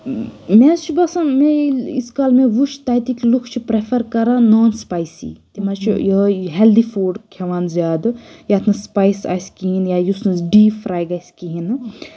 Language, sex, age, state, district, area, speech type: Kashmiri, female, 18-30, Jammu and Kashmir, Budgam, rural, spontaneous